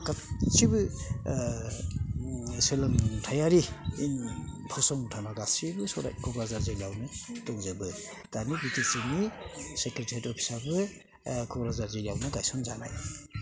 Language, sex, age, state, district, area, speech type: Bodo, male, 60+, Assam, Kokrajhar, urban, spontaneous